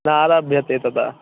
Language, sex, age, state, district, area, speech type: Sanskrit, male, 18-30, Uttar Pradesh, Pratapgarh, rural, conversation